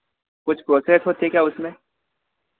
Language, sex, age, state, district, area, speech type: Hindi, male, 30-45, Madhya Pradesh, Harda, urban, conversation